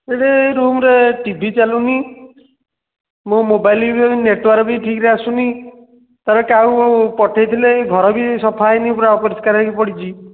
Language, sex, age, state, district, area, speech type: Odia, male, 30-45, Odisha, Nayagarh, rural, conversation